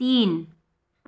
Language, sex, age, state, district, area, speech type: Hindi, female, 45-60, Madhya Pradesh, Jabalpur, urban, read